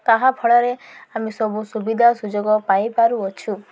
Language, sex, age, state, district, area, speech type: Odia, female, 30-45, Odisha, Koraput, urban, spontaneous